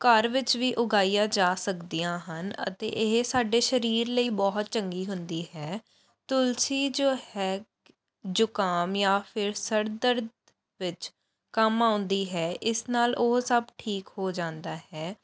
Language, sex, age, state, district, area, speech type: Punjabi, female, 18-30, Punjab, Pathankot, urban, spontaneous